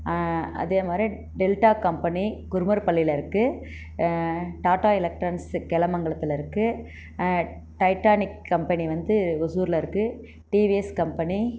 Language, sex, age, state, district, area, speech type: Tamil, female, 30-45, Tamil Nadu, Krishnagiri, rural, spontaneous